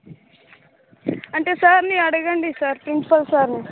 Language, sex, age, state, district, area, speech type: Telugu, female, 18-30, Telangana, Nalgonda, rural, conversation